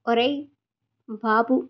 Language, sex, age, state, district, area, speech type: Telugu, female, 45-60, Telangana, Medchal, rural, spontaneous